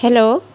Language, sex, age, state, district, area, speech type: Assamese, female, 60+, Assam, Goalpara, urban, spontaneous